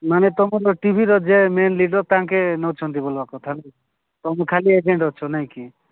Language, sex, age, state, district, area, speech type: Odia, male, 45-60, Odisha, Nabarangpur, rural, conversation